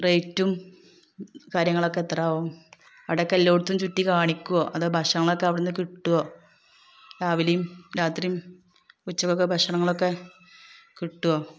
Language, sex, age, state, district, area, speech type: Malayalam, female, 30-45, Kerala, Malappuram, rural, spontaneous